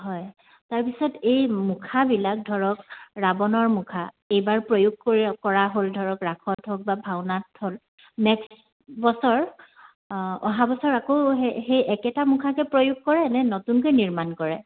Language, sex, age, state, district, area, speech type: Assamese, female, 30-45, Assam, Kamrup Metropolitan, urban, conversation